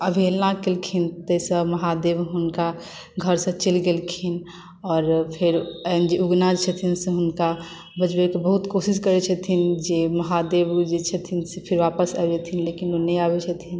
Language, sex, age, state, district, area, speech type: Maithili, female, 18-30, Bihar, Madhubani, rural, spontaneous